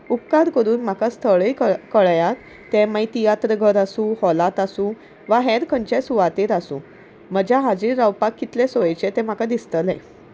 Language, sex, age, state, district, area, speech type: Goan Konkani, female, 30-45, Goa, Salcete, rural, spontaneous